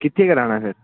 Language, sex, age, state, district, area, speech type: Punjabi, male, 18-30, Punjab, Ludhiana, rural, conversation